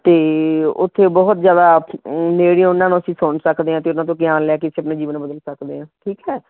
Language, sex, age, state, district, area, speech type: Punjabi, female, 45-60, Punjab, Muktsar, urban, conversation